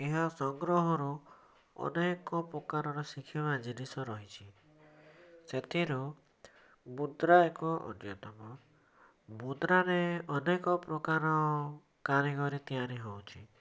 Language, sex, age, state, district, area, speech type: Odia, male, 18-30, Odisha, Cuttack, urban, spontaneous